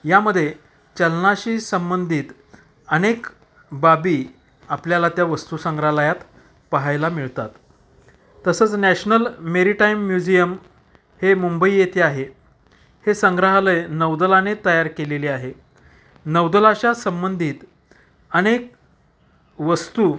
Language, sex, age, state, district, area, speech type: Marathi, male, 45-60, Maharashtra, Satara, urban, spontaneous